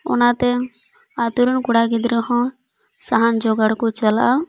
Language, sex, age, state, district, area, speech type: Santali, female, 18-30, West Bengal, Purulia, rural, spontaneous